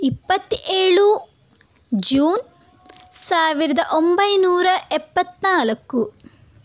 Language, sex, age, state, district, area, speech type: Kannada, female, 18-30, Karnataka, Chitradurga, urban, spontaneous